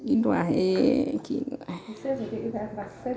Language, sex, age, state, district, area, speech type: Assamese, female, 60+, Assam, Barpeta, rural, spontaneous